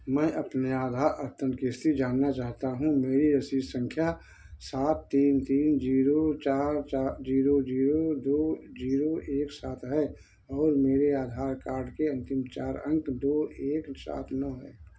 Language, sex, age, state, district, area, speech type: Hindi, male, 60+, Uttar Pradesh, Ayodhya, rural, read